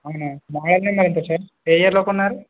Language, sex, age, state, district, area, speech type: Telugu, male, 18-30, Telangana, Yadadri Bhuvanagiri, urban, conversation